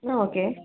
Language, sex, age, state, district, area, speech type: Kannada, female, 18-30, Karnataka, Bangalore Rural, rural, conversation